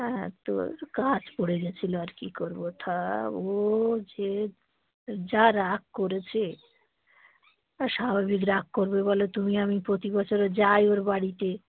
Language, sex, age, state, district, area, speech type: Bengali, female, 45-60, West Bengal, Dakshin Dinajpur, urban, conversation